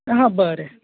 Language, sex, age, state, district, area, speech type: Goan Konkani, male, 18-30, Goa, Tiswadi, rural, conversation